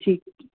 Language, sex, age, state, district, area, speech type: Punjabi, female, 45-60, Punjab, Jalandhar, urban, conversation